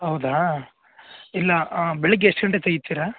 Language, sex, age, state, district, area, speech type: Kannada, male, 18-30, Karnataka, Koppal, rural, conversation